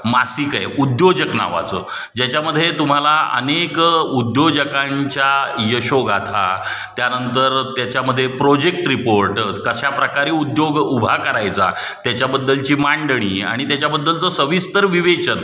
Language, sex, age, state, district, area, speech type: Marathi, male, 45-60, Maharashtra, Satara, urban, spontaneous